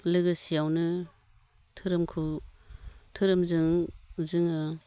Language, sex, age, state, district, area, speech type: Bodo, female, 45-60, Assam, Baksa, rural, spontaneous